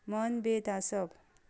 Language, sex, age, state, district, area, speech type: Goan Konkani, female, 18-30, Goa, Canacona, rural, read